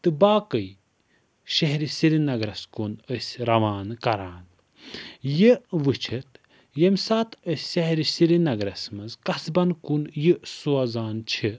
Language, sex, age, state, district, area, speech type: Kashmiri, male, 45-60, Jammu and Kashmir, Budgam, rural, spontaneous